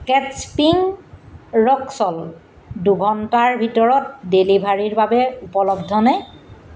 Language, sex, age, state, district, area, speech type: Assamese, female, 45-60, Assam, Golaghat, urban, read